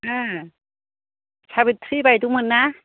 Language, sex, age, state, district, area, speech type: Bodo, female, 45-60, Assam, Kokrajhar, urban, conversation